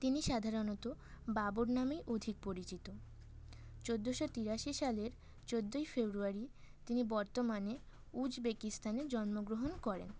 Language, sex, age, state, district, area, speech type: Bengali, female, 18-30, West Bengal, North 24 Parganas, urban, spontaneous